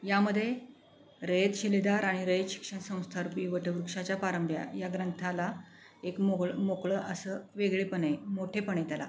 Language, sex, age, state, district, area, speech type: Marathi, female, 45-60, Maharashtra, Satara, urban, spontaneous